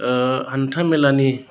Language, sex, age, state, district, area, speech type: Bodo, male, 30-45, Assam, Udalguri, urban, spontaneous